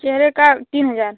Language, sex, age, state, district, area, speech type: Hindi, female, 30-45, Uttar Pradesh, Chandauli, rural, conversation